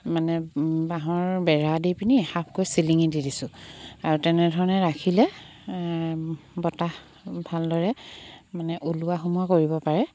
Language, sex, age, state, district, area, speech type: Assamese, female, 30-45, Assam, Charaideo, rural, spontaneous